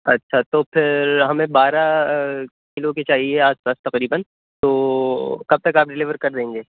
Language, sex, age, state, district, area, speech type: Urdu, male, 30-45, Uttar Pradesh, Gautam Buddha Nagar, urban, conversation